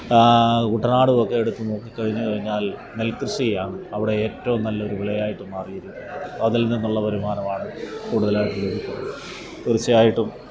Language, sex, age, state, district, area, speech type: Malayalam, male, 45-60, Kerala, Alappuzha, urban, spontaneous